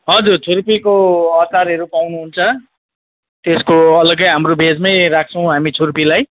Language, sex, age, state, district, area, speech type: Nepali, male, 30-45, West Bengal, Darjeeling, rural, conversation